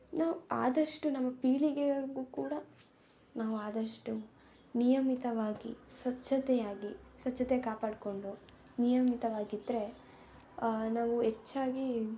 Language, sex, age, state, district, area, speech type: Kannada, female, 18-30, Karnataka, Mysore, urban, spontaneous